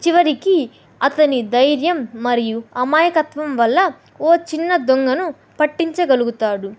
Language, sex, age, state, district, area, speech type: Telugu, female, 18-30, Andhra Pradesh, Kadapa, rural, spontaneous